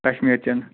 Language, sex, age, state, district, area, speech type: Kashmiri, male, 30-45, Jammu and Kashmir, Ganderbal, rural, conversation